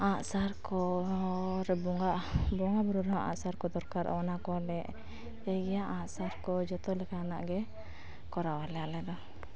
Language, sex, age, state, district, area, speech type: Santali, female, 18-30, Jharkhand, East Singhbhum, rural, spontaneous